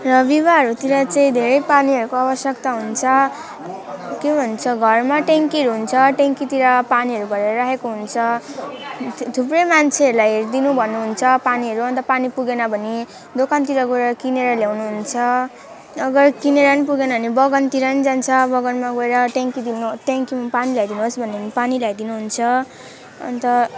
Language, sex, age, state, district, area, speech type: Nepali, female, 18-30, West Bengal, Alipurduar, urban, spontaneous